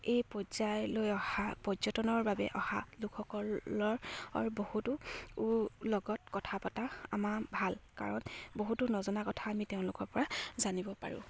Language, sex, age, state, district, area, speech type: Assamese, female, 18-30, Assam, Charaideo, rural, spontaneous